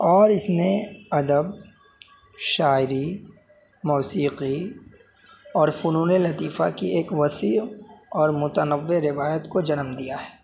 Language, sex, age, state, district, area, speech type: Urdu, male, 18-30, Delhi, North West Delhi, urban, spontaneous